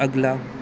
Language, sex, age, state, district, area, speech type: Punjabi, male, 18-30, Punjab, Gurdaspur, urban, read